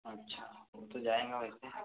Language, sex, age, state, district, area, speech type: Hindi, male, 60+, Madhya Pradesh, Balaghat, rural, conversation